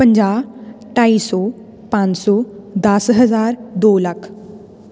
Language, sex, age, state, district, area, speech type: Punjabi, female, 18-30, Punjab, Tarn Taran, rural, spontaneous